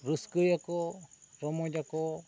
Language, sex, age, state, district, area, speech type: Santali, male, 30-45, West Bengal, Bankura, rural, spontaneous